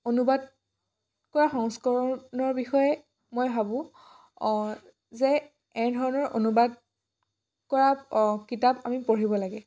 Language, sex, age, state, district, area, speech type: Assamese, female, 18-30, Assam, Dhemaji, rural, spontaneous